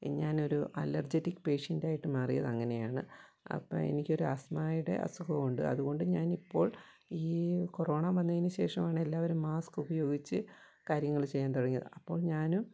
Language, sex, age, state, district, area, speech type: Malayalam, female, 45-60, Kerala, Kottayam, rural, spontaneous